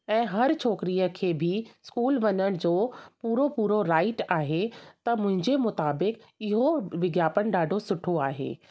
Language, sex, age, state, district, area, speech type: Sindhi, female, 30-45, Delhi, South Delhi, urban, spontaneous